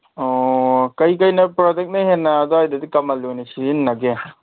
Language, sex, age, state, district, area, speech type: Manipuri, male, 30-45, Manipur, Kangpokpi, urban, conversation